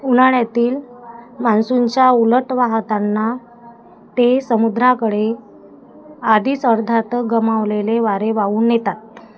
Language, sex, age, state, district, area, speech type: Marathi, female, 45-60, Maharashtra, Wardha, rural, read